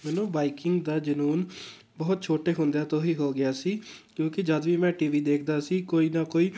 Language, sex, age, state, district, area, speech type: Punjabi, male, 18-30, Punjab, Tarn Taran, rural, spontaneous